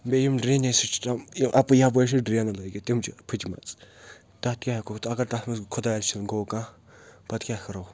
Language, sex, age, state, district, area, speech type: Kashmiri, male, 18-30, Jammu and Kashmir, Srinagar, urban, spontaneous